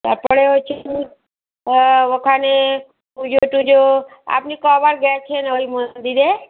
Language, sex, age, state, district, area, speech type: Bengali, female, 60+, West Bengal, Dakshin Dinajpur, rural, conversation